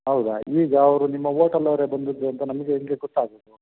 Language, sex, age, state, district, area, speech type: Kannada, male, 30-45, Karnataka, Mandya, rural, conversation